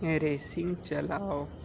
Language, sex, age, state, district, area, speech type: Hindi, male, 60+, Uttar Pradesh, Sonbhadra, rural, read